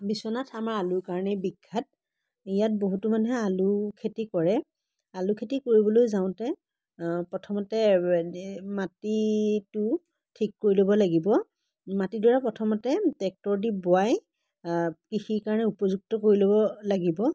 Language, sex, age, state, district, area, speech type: Assamese, female, 30-45, Assam, Biswanath, rural, spontaneous